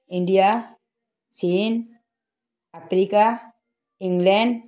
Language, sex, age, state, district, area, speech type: Assamese, female, 45-60, Assam, Tinsukia, urban, spontaneous